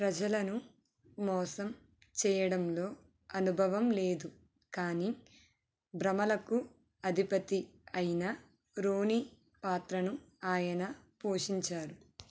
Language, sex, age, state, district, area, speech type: Telugu, female, 30-45, Andhra Pradesh, East Godavari, rural, read